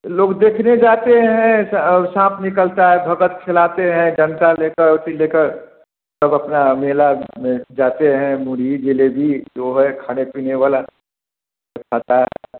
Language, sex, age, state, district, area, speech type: Hindi, male, 45-60, Bihar, Samastipur, rural, conversation